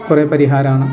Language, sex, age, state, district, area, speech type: Malayalam, male, 45-60, Kerala, Wayanad, rural, spontaneous